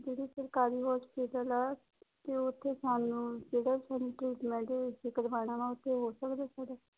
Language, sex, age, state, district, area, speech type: Punjabi, female, 30-45, Punjab, Hoshiarpur, rural, conversation